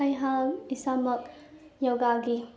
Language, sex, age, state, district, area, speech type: Manipuri, female, 18-30, Manipur, Bishnupur, rural, spontaneous